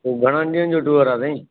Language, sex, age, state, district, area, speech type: Sindhi, male, 30-45, Delhi, South Delhi, urban, conversation